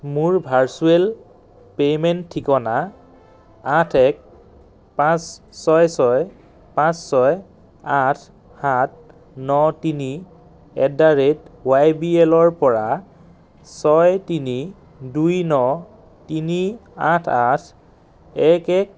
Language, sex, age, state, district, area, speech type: Assamese, male, 30-45, Assam, Dhemaji, rural, read